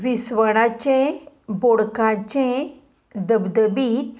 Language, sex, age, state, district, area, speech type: Goan Konkani, female, 45-60, Goa, Salcete, urban, spontaneous